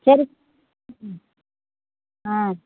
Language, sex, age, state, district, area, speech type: Tamil, female, 60+, Tamil Nadu, Pudukkottai, rural, conversation